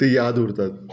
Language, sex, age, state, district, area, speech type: Goan Konkani, male, 45-60, Goa, Murmgao, rural, spontaneous